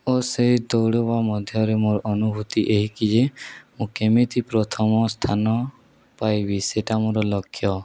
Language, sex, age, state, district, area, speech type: Odia, male, 18-30, Odisha, Nuapada, urban, spontaneous